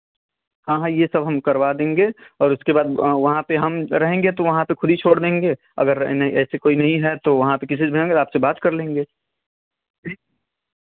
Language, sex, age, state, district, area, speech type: Hindi, male, 18-30, Uttar Pradesh, Chandauli, rural, conversation